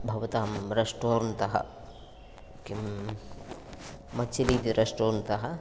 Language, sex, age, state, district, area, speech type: Sanskrit, male, 30-45, Kerala, Kannur, rural, spontaneous